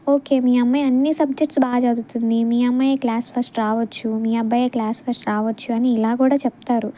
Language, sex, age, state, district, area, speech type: Telugu, female, 18-30, Andhra Pradesh, Bapatla, rural, spontaneous